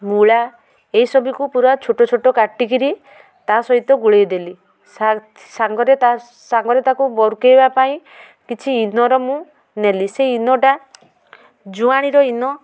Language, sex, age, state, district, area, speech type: Odia, female, 45-60, Odisha, Mayurbhanj, rural, spontaneous